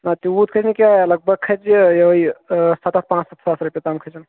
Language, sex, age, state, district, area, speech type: Kashmiri, male, 30-45, Jammu and Kashmir, Kulgam, rural, conversation